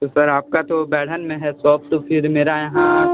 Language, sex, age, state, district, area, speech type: Hindi, male, 30-45, Uttar Pradesh, Sonbhadra, rural, conversation